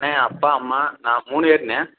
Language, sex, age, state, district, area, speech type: Tamil, male, 18-30, Tamil Nadu, Sivaganga, rural, conversation